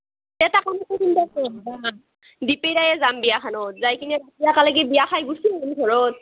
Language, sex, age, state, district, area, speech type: Assamese, female, 18-30, Assam, Nalbari, rural, conversation